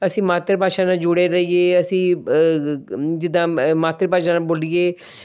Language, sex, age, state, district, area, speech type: Punjabi, male, 60+, Punjab, Shaheed Bhagat Singh Nagar, urban, spontaneous